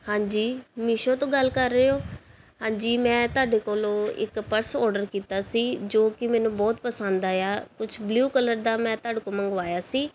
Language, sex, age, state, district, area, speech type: Punjabi, female, 18-30, Punjab, Pathankot, urban, spontaneous